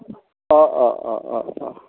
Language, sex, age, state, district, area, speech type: Assamese, male, 60+, Assam, Darrang, rural, conversation